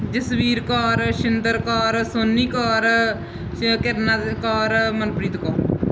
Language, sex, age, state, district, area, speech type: Punjabi, female, 30-45, Punjab, Mansa, rural, spontaneous